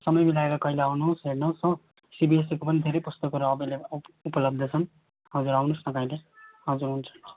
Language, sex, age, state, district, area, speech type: Nepali, male, 18-30, West Bengal, Darjeeling, rural, conversation